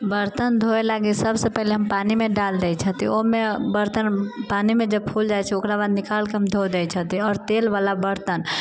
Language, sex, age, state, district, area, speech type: Maithili, female, 18-30, Bihar, Sitamarhi, rural, spontaneous